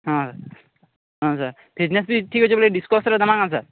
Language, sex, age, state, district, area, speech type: Odia, male, 30-45, Odisha, Sambalpur, rural, conversation